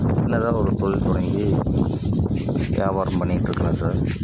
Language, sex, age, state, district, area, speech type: Tamil, male, 30-45, Tamil Nadu, Nagapattinam, rural, spontaneous